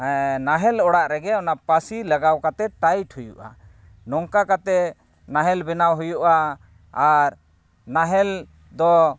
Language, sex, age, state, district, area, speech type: Santali, male, 30-45, Jharkhand, East Singhbhum, rural, spontaneous